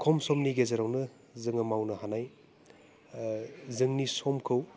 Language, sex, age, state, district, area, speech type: Bodo, male, 30-45, Assam, Udalguri, urban, spontaneous